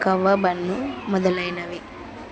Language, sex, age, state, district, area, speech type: Telugu, female, 45-60, Andhra Pradesh, Kurnool, rural, spontaneous